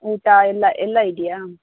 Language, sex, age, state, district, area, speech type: Kannada, female, 30-45, Karnataka, Tumkur, rural, conversation